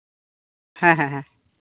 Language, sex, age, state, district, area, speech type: Santali, male, 18-30, West Bengal, Malda, rural, conversation